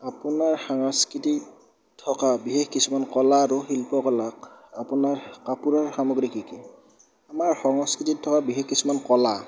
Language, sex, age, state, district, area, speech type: Assamese, male, 18-30, Assam, Darrang, rural, spontaneous